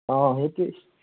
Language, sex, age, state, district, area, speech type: Assamese, male, 30-45, Assam, Morigaon, rural, conversation